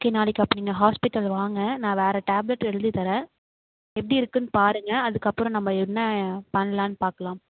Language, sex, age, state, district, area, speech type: Tamil, female, 18-30, Tamil Nadu, Mayiladuthurai, urban, conversation